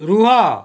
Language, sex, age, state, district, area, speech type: Odia, male, 45-60, Odisha, Nayagarh, rural, read